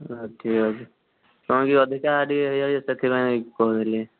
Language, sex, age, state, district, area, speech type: Odia, male, 18-30, Odisha, Boudh, rural, conversation